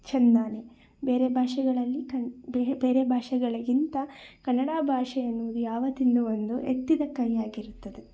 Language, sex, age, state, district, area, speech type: Kannada, female, 18-30, Karnataka, Chikkaballapur, urban, spontaneous